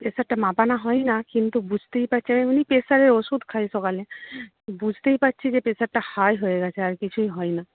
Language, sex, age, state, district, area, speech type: Bengali, female, 60+, West Bengal, Jhargram, rural, conversation